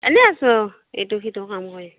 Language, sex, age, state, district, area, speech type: Assamese, female, 45-60, Assam, Morigaon, rural, conversation